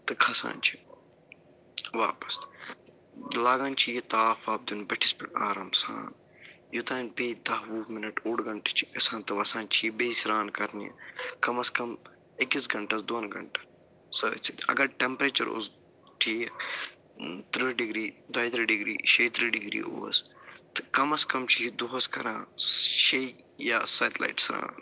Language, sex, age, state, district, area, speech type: Kashmiri, male, 45-60, Jammu and Kashmir, Budgam, urban, spontaneous